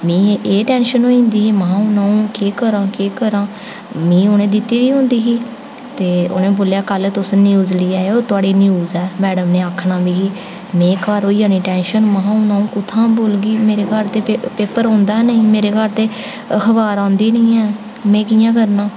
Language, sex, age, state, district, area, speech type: Dogri, female, 18-30, Jammu and Kashmir, Jammu, urban, spontaneous